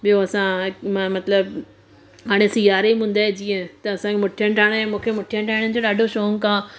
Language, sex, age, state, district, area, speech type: Sindhi, female, 30-45, Gujarat, Surat, urban, spontaneous